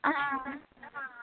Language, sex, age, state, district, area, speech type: Tamil, female, 18-30, Tamil Nadu, Erode, rural, conversation